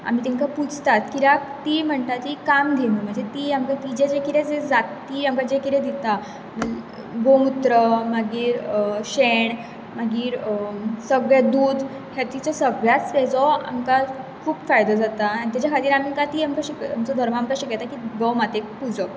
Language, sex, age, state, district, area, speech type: Goan Konkani, female, 18-30, Goa, Bardez, urban, spontaneous